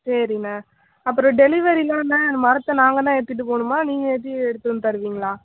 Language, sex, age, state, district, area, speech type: Tamil, female, 18-30, Tamil Nadu, Nagapattinam, rural, conversation